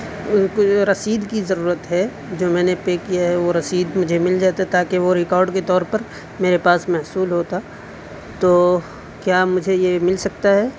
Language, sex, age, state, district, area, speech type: Urdu, male, 18-30, Delhi, South Delhi, urban, spontaneous